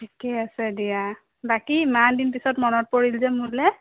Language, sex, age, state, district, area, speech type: Assamese, female, 18-30, Assam, Sonitpur, urban, conversation